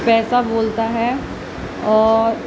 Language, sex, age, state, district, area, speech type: Urdu, female, 18-30, Uttar Pradesh, Gautam Buddha Nagar, rural, spontaneous